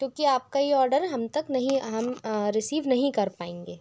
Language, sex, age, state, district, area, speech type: Hindi, female, 30-45, Madhya Pradesh, Bhopal, urban, spontaneous